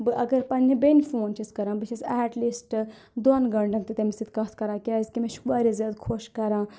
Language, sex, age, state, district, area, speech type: Kashmiri, male, 45-60, Jammu and Kashmir, Budgam, rural, spontaneous